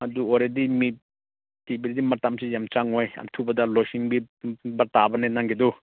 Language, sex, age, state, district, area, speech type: Manipuri, male, 45-60, Manipur, Senapati, rural, conversation